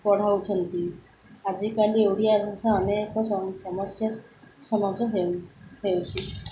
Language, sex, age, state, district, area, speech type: Odia, female, 30-45, Odisha, Sundergarh, urban, spontaneous